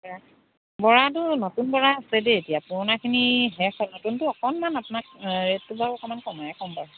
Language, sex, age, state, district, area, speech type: Assamese, female, 30-45, Assam, Charaideo, rural, conversation